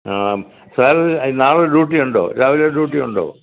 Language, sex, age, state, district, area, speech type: Malayalam, male, 60+, Kerala, Kollam, rural, conversation